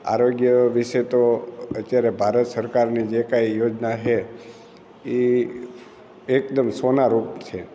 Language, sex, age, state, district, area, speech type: Gujarati, male, 60+, Gujarat, Amreli, rural, spontaneous